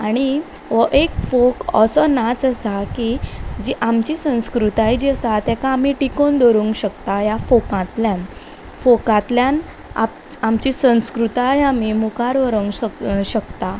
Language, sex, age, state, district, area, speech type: Goan Konkani, female, 18-30, Goa, Quepem, rural, spontaneous